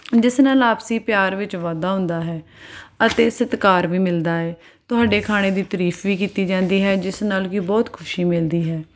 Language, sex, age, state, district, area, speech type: Punjabi, female, 30-45, Punjab, Tarn Taran, urban, spontaneous